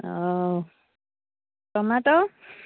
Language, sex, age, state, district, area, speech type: Odia, female, 60+, Odisha, Jharsuguda, rural, conversation